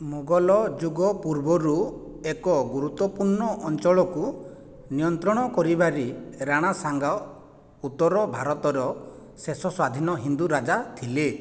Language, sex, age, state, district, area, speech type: Odia, male, 45-60, Odisha, Jajpur, rural, read